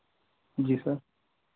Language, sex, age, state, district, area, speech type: Hindi, male, 45-60, Uttar Pradesh, Sitapur, rural, conversation